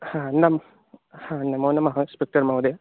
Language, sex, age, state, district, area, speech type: Sanskrit, male, 18-30, Uttar Pradesh, Mirzapur, rural, conversation